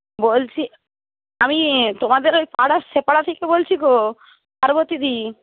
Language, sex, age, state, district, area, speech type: Bengali, female, 18-30, West Bengal, Jhargram, rural, conversation